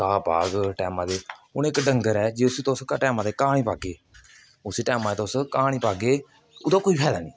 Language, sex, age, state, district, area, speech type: Dogri, male, 18-30, Jammu and Kashmir, Kathua, rural, spontaneous